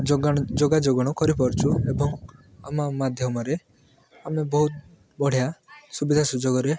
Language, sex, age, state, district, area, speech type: Odia, male, 18-30, Odisha, Rayagada, urban, spontaneous